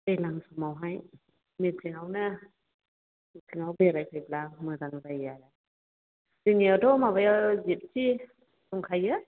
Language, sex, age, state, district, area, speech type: Bodo, female, 45-60, Assam, Chirang, rural, conversation